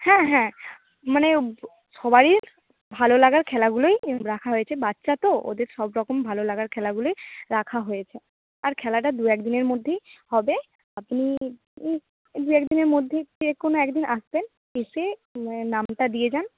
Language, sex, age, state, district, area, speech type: Bengali, female, 30-45, West Bengal, Nadia, urban, conversation